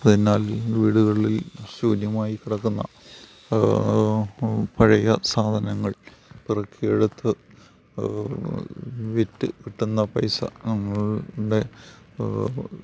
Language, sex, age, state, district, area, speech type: Malayalam, male, 60+, Kerala, Thiruvananthapuram, rural, spontaneous